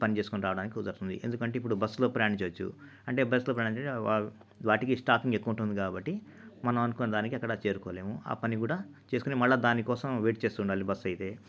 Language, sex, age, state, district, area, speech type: Telugu, male, 45-60, Andhra Pradesh, Nellore, urban, spontaneous